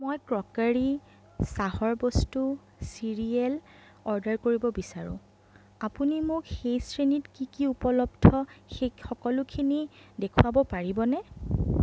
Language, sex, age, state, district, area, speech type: Assamese, female, 30-45, Assam, Sonitpur, rural, read